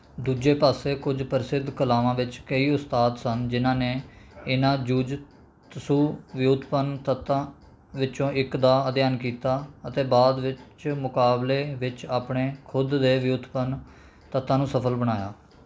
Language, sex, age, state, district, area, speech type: Punjabi, male, 18-30, Punjab, Rupnagar, rural, read